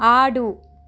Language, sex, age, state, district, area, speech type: Telugu, female, 18-30, Andhra Pradesh, Guntur, urban, read